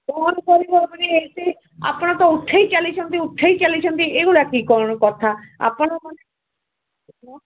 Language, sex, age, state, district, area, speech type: Odia, female, 60+, Odisha, Gajapati, rural, conversation